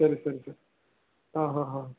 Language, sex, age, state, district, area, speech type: Kannada, male, 45-60, Karnataka, Ramanagara, urban, conversation